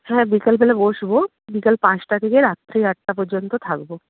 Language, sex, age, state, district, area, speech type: Bengali, female, 30-45, West Bengal, Purba Medinipur, rural, conversation